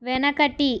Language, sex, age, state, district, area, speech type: Telugu, female, 30-45, Andhra Pradesh, Kakinada, rural, read